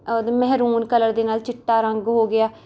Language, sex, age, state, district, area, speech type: Punjabi, female, 18-30, Punjab, Rupnagar, rural, spontaneous